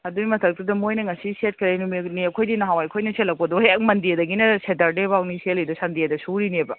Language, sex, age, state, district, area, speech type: Manipuri, female, 45-60, Manipur, Imphal East, rural, conversation